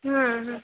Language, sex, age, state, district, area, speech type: Bengali, female, 18-30, West Bengal, Howrah, urban, conversation